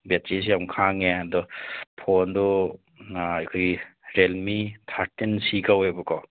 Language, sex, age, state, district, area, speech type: Manipuri, male, 18-30, Manipur, Churachandpur, rural, conversation